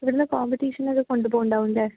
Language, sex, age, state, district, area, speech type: Malayalam, female, 18-30, Kerala, Palakkad, rural, conversation